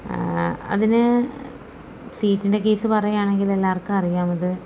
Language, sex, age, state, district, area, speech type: Malayalam, female, 45-60, Kerala, Palakkad, rural, spontaneous